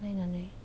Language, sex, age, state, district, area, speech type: Bodo, female, 30-45, Assam, Kokrajhar, rural, spontaneous